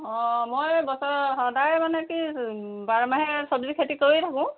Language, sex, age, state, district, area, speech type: Assamese, female, 45-60, Assam, Golaghat, rural, conversation